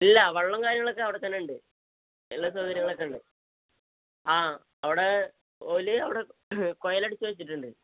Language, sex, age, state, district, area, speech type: Malayalam, male, 18-30, Kerala, Malappuram, rural, conversation